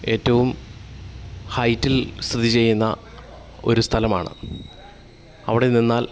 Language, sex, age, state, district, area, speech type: Malayalam, male, 30-45, Kerala, Kollam, rural, spontaneous